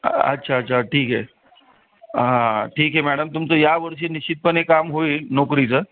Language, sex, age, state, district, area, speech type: Marathi, male, 45-60, Maharashtra, Jalna, urban, conversation